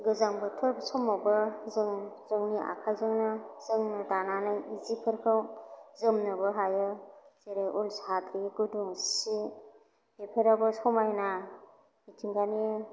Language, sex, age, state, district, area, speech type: Bodo, female, 30-45, Assam, Chirang, urban, spontaneous